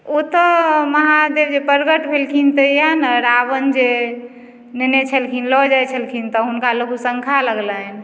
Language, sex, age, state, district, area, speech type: Maithili, female, 45-60, Bihar, Madhubani, rural, spontaneous